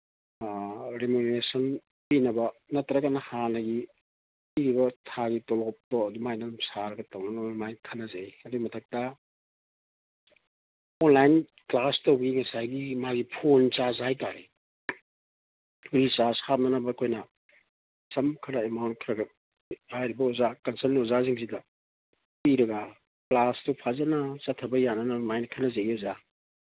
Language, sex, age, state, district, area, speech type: Manipuri, male, 60+, Manipur, Thoubal, rural, conversation